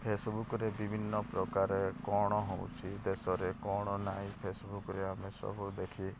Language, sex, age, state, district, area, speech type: Odia, male, 30-45, Odisha, Rayagada, rural, spontaneous